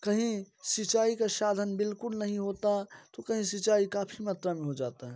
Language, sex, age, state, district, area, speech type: Hindi, male, 18-30, Bihar, Darbhanga, rural, spontaneous